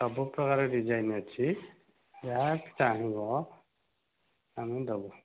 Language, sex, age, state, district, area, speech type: Odia, male, 45-60, Odisha, Dhenkanal, rural, conversation